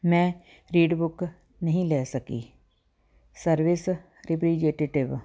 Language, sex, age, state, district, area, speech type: Punjabi, female, 45-60, Punjab, Fatehgarh Sahib, urban, spontaneous